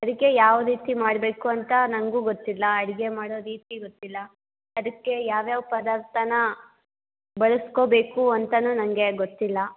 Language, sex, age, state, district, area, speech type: Kannada, female, 18-30, Karnataka, Chitradurga, urban, conversation